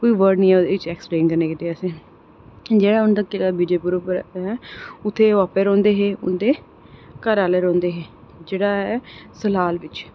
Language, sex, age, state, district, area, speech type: Dogri, female, 18-30, Jammu and Kashmir, Reasi, urban, spontaneous